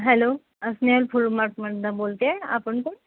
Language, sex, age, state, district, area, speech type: Marathi, female, 45-60, Maharashtra, Nagpur, urban, conversation